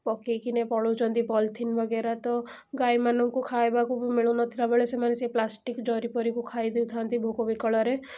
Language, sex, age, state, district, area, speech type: Odia, female, 18-30, Odisha, Cuttack, urban, spontaneous